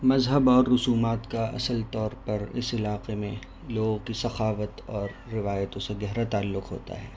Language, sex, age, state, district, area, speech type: Urdu, male, 18-30, Delhi, North East Delhi, urban, spontaneous